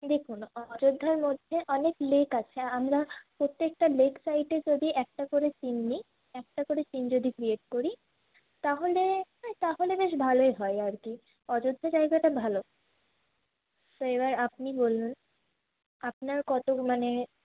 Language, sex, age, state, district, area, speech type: Bengali, female, 18-30, West Bengal, Paschim Bardhaman, urban, conversation